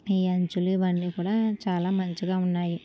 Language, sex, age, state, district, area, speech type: Telugu, female, 60+, Andhra Pradesh, Kakinada, rural, spontaneous